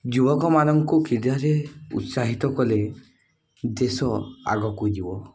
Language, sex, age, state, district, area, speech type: Odia, male, 18-30, Odisha, Balangir, urban, spontaneous